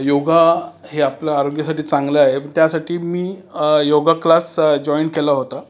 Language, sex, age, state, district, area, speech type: Marathi, male, 45-60, Maharashtra, Raigad, rural, spontaneous